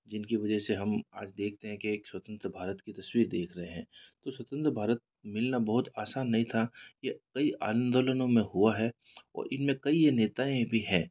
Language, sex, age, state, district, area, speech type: Hindi, male, 45-60, Rajasthan, Jodhpur, urban, spontaneous